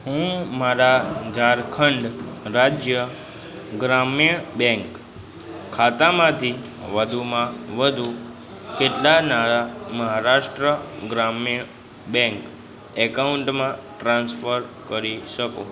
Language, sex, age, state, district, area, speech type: Gujarati, male, 18-30, Gujarat, Aravalli, urban, read